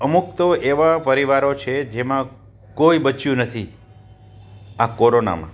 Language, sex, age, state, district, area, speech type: Gujarati, male, 60+, Gujarat, Rajkot, urban, spontaneous